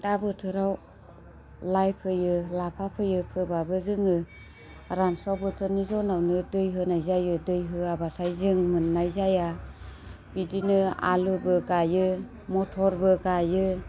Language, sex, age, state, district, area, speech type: Bodo, female, 30-45, Assam, Baksa, rural, spontaneous